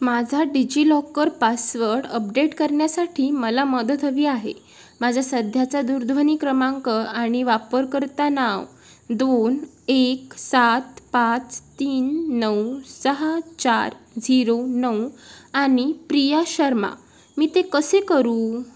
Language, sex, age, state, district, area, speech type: Marathi, female, 18-30, Maharashtra, Sindhudurg, rural, read